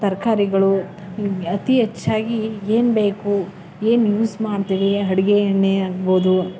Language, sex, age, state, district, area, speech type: Kannada, female, 18-30, Karnataka, Chamarajanagar, rural, spontaneous